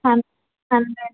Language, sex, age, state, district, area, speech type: Telugu, female, 18-30, Andhra Pradesh, Srikakulam, urban, conversation